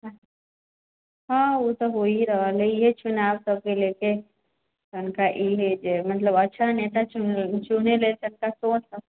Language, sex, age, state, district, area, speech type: Maithili, female, 18-30, Bihar, Sitamarhi, rural, conversation